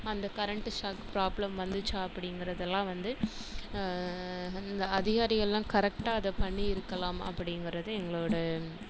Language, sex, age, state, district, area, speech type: Tamil, female, 18-30, Tamil Nadu, Nagapattinam, rural, spontaneous